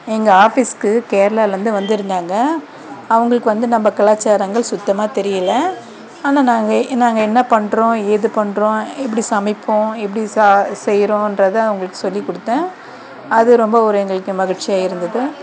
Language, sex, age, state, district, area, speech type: Tamil, female, 45-60, Tamil Nadu, Dharmapuri, urban, spontaneous